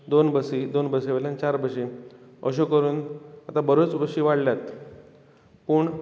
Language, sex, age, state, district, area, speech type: Goan Konkani, male, 45-60, Goa, Bardez, rural, spontaneous